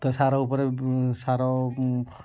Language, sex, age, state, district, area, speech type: Odia, male, 30-45, Odisha, Kendujhar, urban, spontaneous